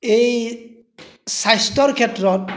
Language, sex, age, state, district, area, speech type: Assamese, male, 45-60, Assam, Golaghat, rural, spontaneous